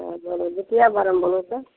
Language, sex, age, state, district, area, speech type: Maithili, female, 45-60, Bihar, Madhepura, rural, conversation